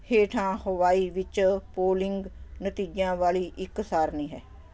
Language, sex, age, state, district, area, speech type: Punjabi, female, 60+, Punjab, Ludhiana, urban, read